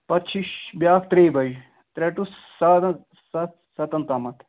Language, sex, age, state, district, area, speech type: Kashmiri, male, 18-30, Jammu and Kashmir, Ganderbal, rural, conversation